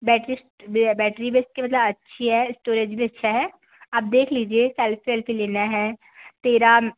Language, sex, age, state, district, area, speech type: Hindi, female, 30-45, Madhya Pradesh, Balaghat, rural, conversation